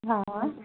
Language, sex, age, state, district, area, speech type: Hindi, female, 30-45, Madhya Pradesh, Katni, urban, conversation